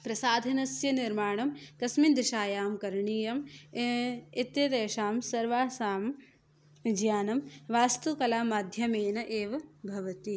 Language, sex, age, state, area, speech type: Sanskrit, female, 18-30, Uttar Pradesh, rural, spontaneous